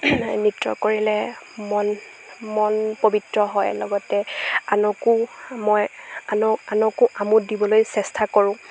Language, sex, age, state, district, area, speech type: Assamese, female, 18-30, Assam, Lakhimpur, rural, spontaneous